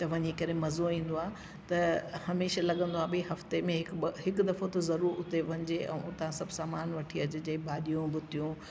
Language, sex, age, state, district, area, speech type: Sindhi, female, 60+, Delhi, South Delhi, urban, spontaneous